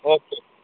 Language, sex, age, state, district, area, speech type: Marathi, male, 18-30, Maharashtra, Yavatmal, rural, conversation